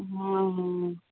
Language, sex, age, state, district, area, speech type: Hindi, female, 30-45, Uttar Pradesh, Prayagraj, rural, conversation